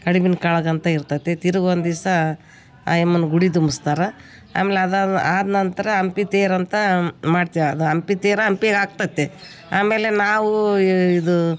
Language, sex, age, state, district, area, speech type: Kannada, female, 60+, Karnataka, Vijayanagara, rural, spontaneous